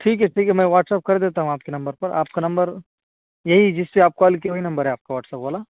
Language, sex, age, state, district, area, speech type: Urdu, male, 18-30, Uttar Pradesh, Saharanpur, urban, conversation